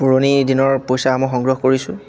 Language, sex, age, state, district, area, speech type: Assamese, male, 18-30, Assam, Sivasagar, urban, spontaneous